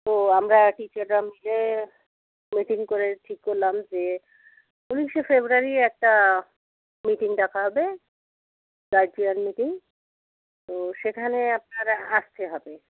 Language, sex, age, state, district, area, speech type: Bengali, female, 30-45, West Bengal, Jalpaiguri, rural, conversation